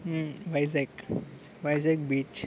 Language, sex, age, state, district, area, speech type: Telugu, male, 30-45, Andhra Pradesh, Alluri Sitarama Raju, rural, spontaneous